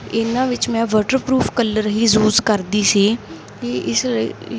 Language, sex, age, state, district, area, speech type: Punjabi, female, 18-30, Punjab, Mansa, rural, spontaneous